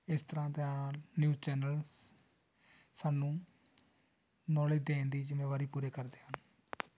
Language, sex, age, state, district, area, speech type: Punjabi, male, 30-45, Punjab, Tarn Taran, urban, spontaneous